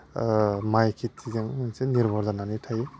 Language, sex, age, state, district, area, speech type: Bodo, male, 30-45, Assam, Udalguri, urban, spontaneous